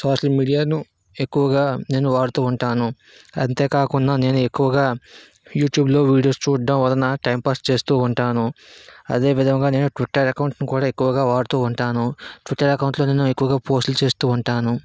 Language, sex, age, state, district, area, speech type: Telugu, male, 60+, Andhra Pradesh, Vizianagaram, rural, spontaneous